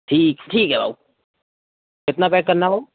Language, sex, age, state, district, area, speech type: Hindi, male, 18-30, Madhya Pradesh, Seoni, urban, conversation